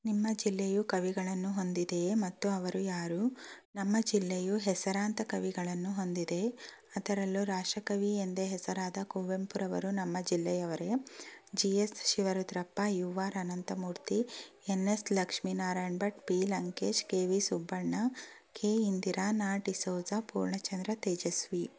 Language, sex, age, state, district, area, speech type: Kannada, female, 18-30, Karnataka, Shimoga, urban, spontaneous